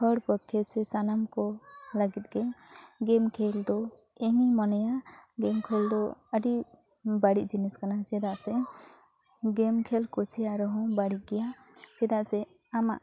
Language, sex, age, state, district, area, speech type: Santali, female, 18-30, West Bengal, Purulia, rural, spontaneous